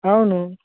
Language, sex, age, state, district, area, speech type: Telugu, male, 18-30, Telangana, Mancherial, rural, conversation